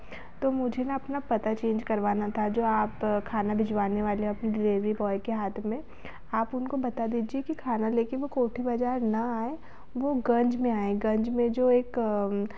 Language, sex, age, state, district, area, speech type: Hindi, female, 30-45, Madhya Pradesh, Betul, urban, spontaneous